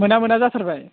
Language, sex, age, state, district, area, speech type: Bodo, male, 18-30, Assam, Baksa, rural, conversation